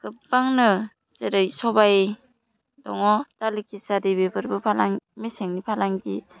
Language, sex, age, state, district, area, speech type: Bodo, female, 18-30, Assam, Baksa, rural, spontaneous